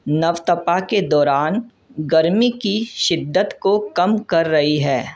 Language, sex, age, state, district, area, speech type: Urdu, male, 18-30, Delhi, North East Delhi, urban, spontaneous